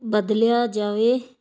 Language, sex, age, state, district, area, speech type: Punjabi, female, 30-45, Punjab, Fazilka, rural, spontaneous